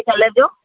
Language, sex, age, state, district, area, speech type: Sindhi, female, 45-60, Delhi, South Delhi, rural, conversation